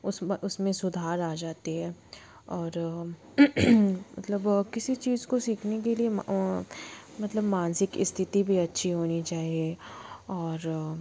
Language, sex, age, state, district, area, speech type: Hindi, female, 30-45, Madhya Pradesh, Jabalpur, urban, spontaneous